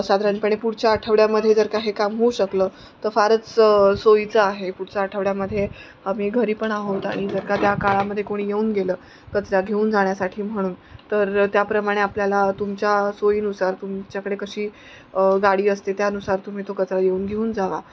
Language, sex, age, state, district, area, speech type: Marathi, female, 30-45, Maharashtra, Nanded, rural, spontaneous